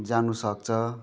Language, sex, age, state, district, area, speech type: Nepali, male, 30-45, West Bengal, Jalpaiguri, rural, spontaneous